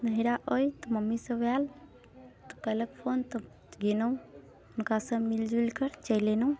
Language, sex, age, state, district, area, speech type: Maithili, female, 30-45, Bihar, Muzaffarpur, rural, spontaneous